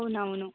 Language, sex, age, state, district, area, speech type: Telugu, female, 18-30, Telangana, Suryapet, urban, conversation